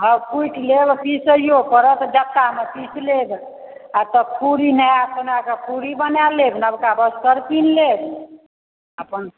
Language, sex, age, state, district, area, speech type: Maithili, female, 60+, Bihar, Supaul, rural, conversation